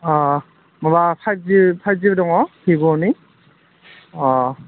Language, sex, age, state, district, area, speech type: Bodo, male, 18-30, Assam, Udalguri, urban, conversation